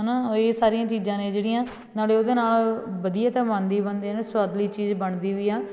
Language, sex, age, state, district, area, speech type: Punjabi, female, 30-45, Punjab, Fatehgarh Sahib, urban, spontaneous